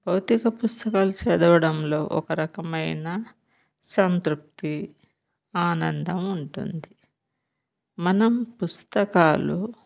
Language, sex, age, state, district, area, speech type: Telugu, female, 30-45, Telangana, Bhadradri Kothagudem, urban, spontaneous